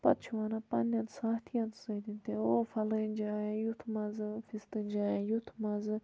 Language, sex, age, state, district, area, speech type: Kashmiri, female, 18-30, Jammu and Kashmir, Budgam, rural, spontaneous